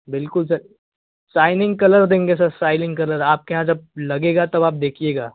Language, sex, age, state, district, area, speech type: Hindi, male, 18-30, Uttar Pradesh, Jaunpur, rural, conversation